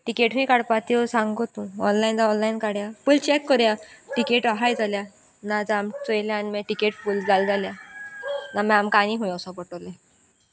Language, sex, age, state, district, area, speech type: Goan Konkani, female, 18-30, Goa, Sanguem, rural, spontaneous